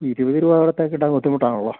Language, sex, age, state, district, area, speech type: Malayalam, male, 60+, Kerala, Idukki, rural, conversation